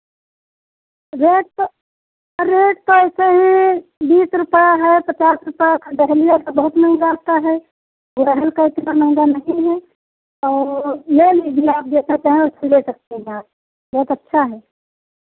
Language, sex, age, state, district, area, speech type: Hindi, female, 60+, Uttar Pradesh, Sitapur, rural, conversation